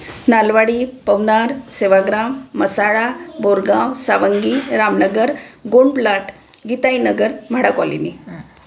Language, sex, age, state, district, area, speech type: Marathi, female, 60+, Maharashtra, Wardha, urban, spontaneous